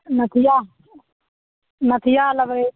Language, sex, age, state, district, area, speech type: Maithili, female, 18-30, Bihar, Madhepura, urban, conversation